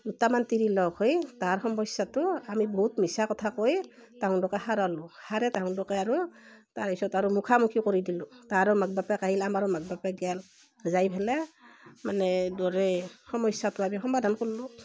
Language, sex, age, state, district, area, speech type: Assamese, female, 45-60, Assam, Barpeta, rural, spontaneous